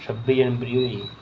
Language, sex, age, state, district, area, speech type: Dogri, male, 18-30, Jammu and Kashmir, Reasi, rural, spontaneous